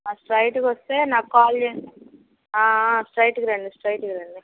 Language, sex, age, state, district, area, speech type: Telugu, female, 18-30, Andhra Pradesh, Guntur, rural, conversation